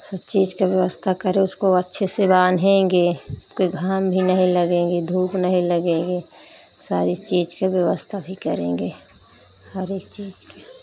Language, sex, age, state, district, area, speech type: Hindi, female, 30-45, Uttar Pradesh, Pratapgarh, rural, spontaneous